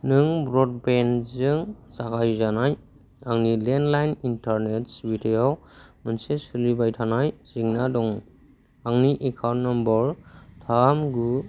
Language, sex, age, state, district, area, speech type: Bodo, male, 18-30, Assam, Kokrajhar, rural, read